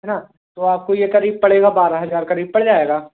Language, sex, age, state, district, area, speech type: Hindi, male, 18-30, Madhya Pradesh, Hoshangabad, urban, conversation